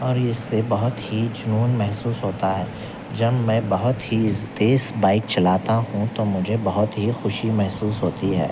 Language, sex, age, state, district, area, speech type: Urdu, male, 45-60, Telangana, Hyderabad, urban, spontaneous